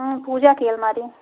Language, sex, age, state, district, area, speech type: Hindi, female, 30-45, Uttar Pradesh, Jaunpur, rural, conversation